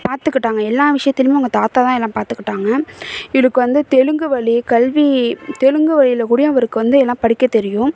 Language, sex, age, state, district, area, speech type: Tamil, female, 18-30, Tamil Nadu, Thanjavur, urban, spontaneous